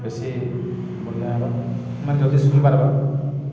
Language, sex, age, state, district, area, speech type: Odia, male, 30-45, Odisha, Balangir, urban, spontaneous